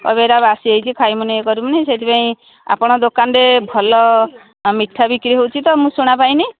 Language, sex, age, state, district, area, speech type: Odia, female, 60+, Odisha, Jharsuguda, rural, conversation